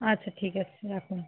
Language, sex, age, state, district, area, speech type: Bengali, female, 60+, West Bengal, Nadia, rural, conversation